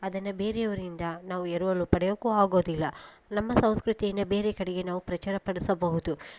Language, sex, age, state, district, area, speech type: Kannada, female, 30-45, Karnataka, Koppal, urban, spontaneous